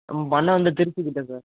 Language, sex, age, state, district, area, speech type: Tamil, male, 18-30, Tamil Nadu, Perambalur, rural, conversation